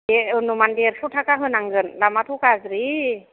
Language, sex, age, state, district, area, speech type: Bodo, female, 45-60, Assam, Chirang, rural, conversation